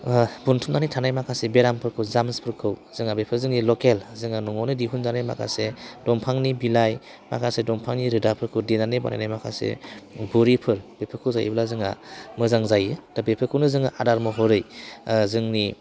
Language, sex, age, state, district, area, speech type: Bodo, male, 30-45, Assam, Udalguri, urban, spontaneous